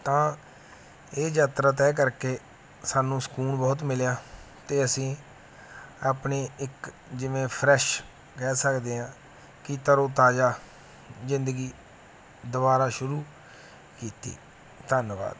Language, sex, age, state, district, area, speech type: Punjabi, male, 30-45, Punjab, Mansa, urban, spontaneous